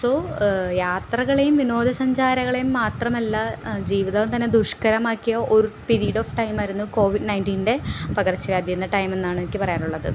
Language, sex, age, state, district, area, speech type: Malayalam, female, 18-30, Kerala, Ernakulam, rural, spontaneous